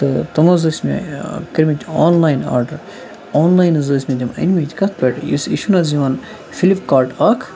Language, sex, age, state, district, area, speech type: Kashmiri, male, 30-45, Jammu and Kashmir, Baramulla, rural, spontaneous